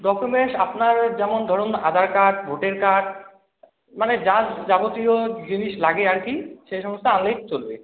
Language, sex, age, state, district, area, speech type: Bengali, male, 18-30, West Bengal, Jalpaiguri, rural, conversation